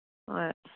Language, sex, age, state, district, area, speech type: Manipuri, female, 60+, Manipur, Kangpokpi, urban, conversation